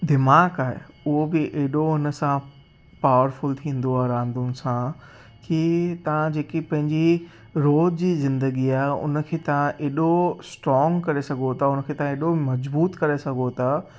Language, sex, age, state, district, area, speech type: Sindhi, male, 18-30, Gujarat, Kutch, urban, spontaneous